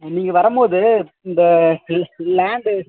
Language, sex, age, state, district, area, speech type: Tamil, male, 30-45, Tamil Nadu, Dharmapuri, rural, conversation